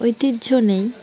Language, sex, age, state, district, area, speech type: Bengali, female, 18-30, West Bengal, Dakshin Dinajpur, urban, spontaneous